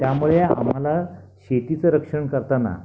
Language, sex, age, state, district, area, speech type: Marathi, male, 60+, Maharashtra, Raigad, rural, spontaneous